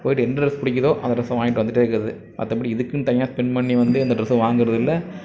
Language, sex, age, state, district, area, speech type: Tamil, male, 30-45, Tamil Nadu, Nagapattinam, rural, spontaneous